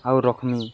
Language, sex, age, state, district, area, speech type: Odia, male, 18-30, Odisha, Balangir, urban, spontaneous